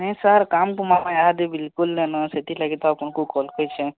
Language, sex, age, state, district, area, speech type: Odia, male, 45-60, Odisha, Nuapada, urban, conversation